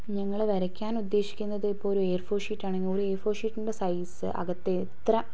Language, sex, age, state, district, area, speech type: Malayalam, female, 18-30, Kerala, Wayanad, rural, spontaneous